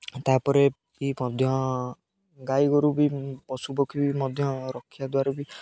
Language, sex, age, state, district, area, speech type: Odia, male, 18-30, Odisha, Jagatsinghpur, rural, spontaneous